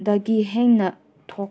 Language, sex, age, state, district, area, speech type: Manipuri, female, 18-30, Manipur, Senapati, rural, spontaneous